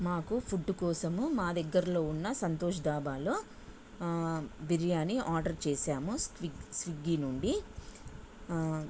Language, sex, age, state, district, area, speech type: Telugu, female, 45-60, Telangana, Sangareddy, urban, spontaneous